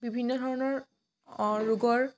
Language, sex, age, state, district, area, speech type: Assamese, female, 18-30, Assam, Dhemaji, rural, spontaneous